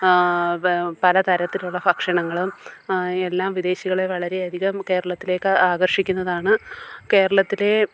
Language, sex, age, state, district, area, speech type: Malayalam, female, 30-45, Kerala, Kollam, rural, spontaneous